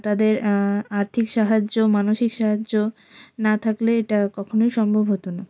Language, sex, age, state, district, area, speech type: Bengali, female, 18-30, West Bengal, Jalpaiguri, rural, spontaneous